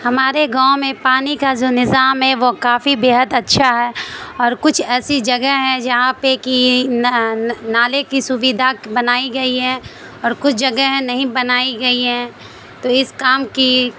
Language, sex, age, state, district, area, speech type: Urdu, female, 30-45, Bihar, Supaul, rural, spontaneous